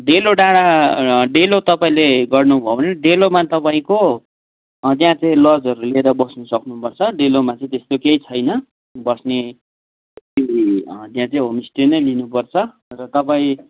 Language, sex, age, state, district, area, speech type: Nepali, male, 45-60, West Bengal, Kalimpong, rural, conversation